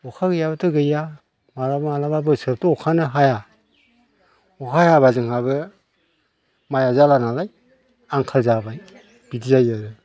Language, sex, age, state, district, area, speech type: Bodo, male, 45-60, Assam, Chirang, rural, spontaneous